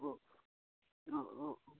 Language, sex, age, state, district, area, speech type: Assamese, male, 18-30, Assam, Charaideo, rural, conversation